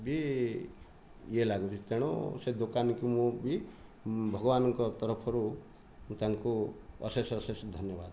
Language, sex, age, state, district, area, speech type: Odia, male, 60+, Odisha, Kandhamal, rural, spontaneous